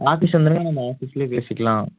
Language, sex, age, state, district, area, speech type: Tamil, male, 18-30, Tamil Nadu, Tiruppur, rural, conversation